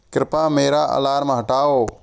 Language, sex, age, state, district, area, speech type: Hindi, male, 45-60, Rajasthan, Karauli, rural, read